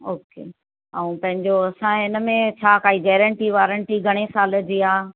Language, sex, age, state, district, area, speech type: Sindhi, female, 45-60, Maharashtra, Thane, urban, conversation